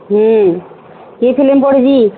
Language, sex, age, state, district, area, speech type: Odia, female, 45-60, Odisha, Angul, rural, conversation